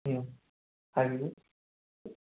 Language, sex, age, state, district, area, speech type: Manipuri, male, 18-30, Manipur, Imphal West, rural, conversation